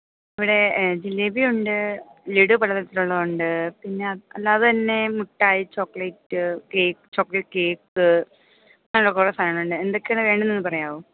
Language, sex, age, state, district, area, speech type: Malayalam, female, 18-30, Kerala, Idukki, rural, conversation